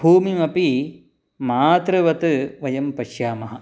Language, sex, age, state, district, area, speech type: Sanskrit, male, 30-45, Karnataka, Shimoga, urban, spontaneous